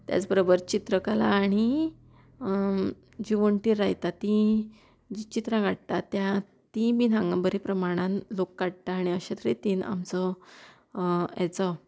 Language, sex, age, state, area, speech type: Goan Konkani, female, 30-45, Goa, rural, spontaneous